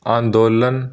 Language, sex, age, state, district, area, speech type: Punjabi, male, 18-30, Punjab, Fazilka, rural, spontaneous